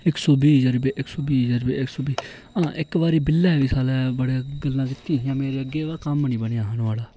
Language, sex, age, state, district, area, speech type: Dogri, male, 18-30, Jammu and Kashmir, Reasi, rural, spontaneous